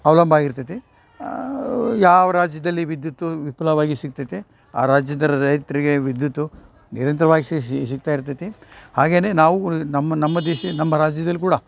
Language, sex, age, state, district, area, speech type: Kannada, male, 60+, Karnataka, Dharwad, rural, spontaneous